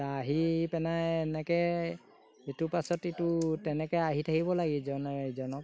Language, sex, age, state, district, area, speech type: Assamese, male, 60+, Assam, Golaghat, rural, spontaneous